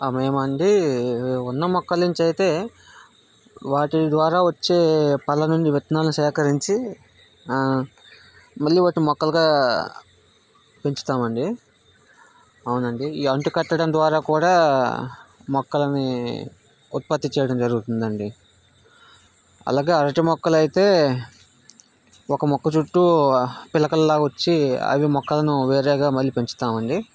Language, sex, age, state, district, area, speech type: Telugu, male, 60+, Andhra Pradesh, Vizianagaram, rural, spontaneous